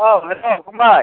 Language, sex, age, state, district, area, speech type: Bodo, male, 45-60, Assam, Kokrajhar, rural, conversation